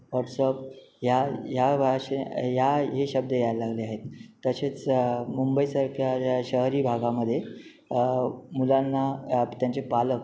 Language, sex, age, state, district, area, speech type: Marathi, male, 30-45, Maharashtra, Ratnagiri, urban, spontaneous